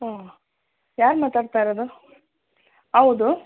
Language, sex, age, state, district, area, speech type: Kannada, female, 60+, Karnataka, Mysore, urban, conversation